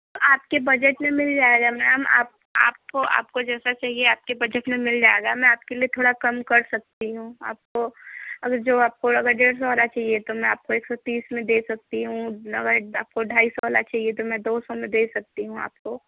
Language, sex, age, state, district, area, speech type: Hindi, female, 18-30, Uttar Pradesh, Chandauli, urban, conversation